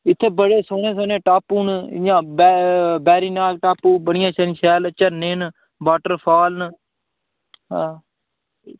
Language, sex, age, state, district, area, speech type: Dogri, male, 18-30, Jammu and Kashmir, Udhampur, rural, conversation